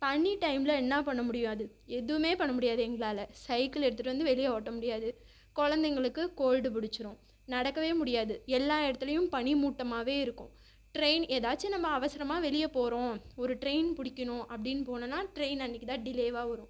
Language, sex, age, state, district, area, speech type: Tamil, female, 30-45, Tamil Nadu, Viluppuram, urban, spontaneous